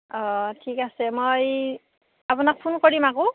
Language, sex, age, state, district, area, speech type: Assamese, female, 18-30, Assam, Darrang, rural, conversation